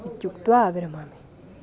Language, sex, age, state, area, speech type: Sanskrit, female, 18-30, Goa, rural, spontaneous